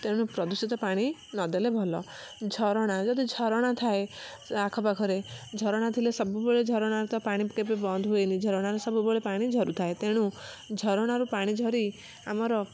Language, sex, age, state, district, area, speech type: Odia, female, 45-60, Odisha, Kendujhar, urban, spontaneous